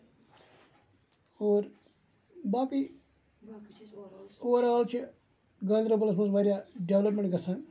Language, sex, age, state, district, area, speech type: Kashmiri, male, 45-60, Jammu and Kashmir, Ganderbal, rural, spontaneous